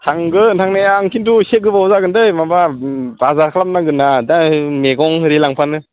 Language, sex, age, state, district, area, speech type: Bodo, male, 30-45, Assam, Udalguri, rural, conversation